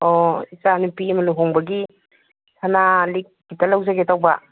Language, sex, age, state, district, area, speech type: Manipuri, female, 60+, Manipur, Kangpokpi, urban, conversation